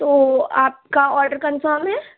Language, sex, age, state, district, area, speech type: Urdu, female, 18-30, Uttar Pradesh, Ghaziabad, rural, conversation